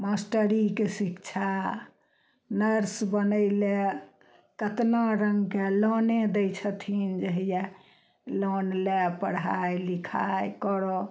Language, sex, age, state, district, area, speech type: Maithili, female, 60+, Bihar, Samastipur, rural, spontaneous